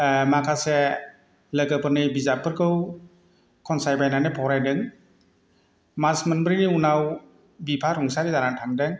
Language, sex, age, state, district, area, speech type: Bodo, male, 45-60, Assam, Chirang, rural, spontaneous